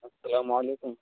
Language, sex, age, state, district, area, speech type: Urdu, male, 18-30, Uttar Pradesh, Muzaffarnagar, urban, conversation